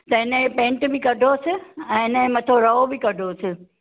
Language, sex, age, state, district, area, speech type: Sindhi, female, 60+, Maharashtra, Thane, urban, conversation